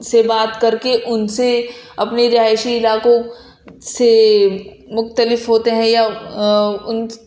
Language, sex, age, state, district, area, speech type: Urdu, female, 18-30, Uttar Pradesh, Ghaziabad, urban, spontaneous